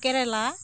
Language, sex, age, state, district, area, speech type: Santali, female, 45-60, Jharkhand, Seraikela Kharsawan, rural, spontaneous